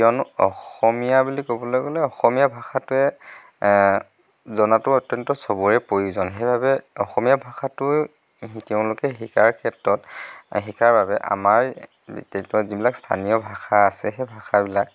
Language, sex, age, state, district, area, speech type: Assamese, male, 30-45, Assam, Dhemaji, rural, spontaneous